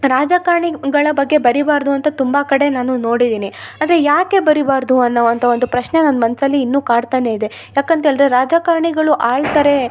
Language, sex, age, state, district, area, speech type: Kannada, female, 18-30, Karnataka, Chikkamagaluru, rural, spontaneous